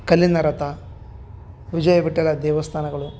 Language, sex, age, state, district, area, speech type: Kannada, male, 30-45, Karnataka, Bellary, rural, spontaneous